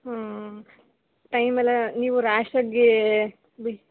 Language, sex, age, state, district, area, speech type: Kannada, female, 18-30, Karnataka, Tumkur, urban, conversation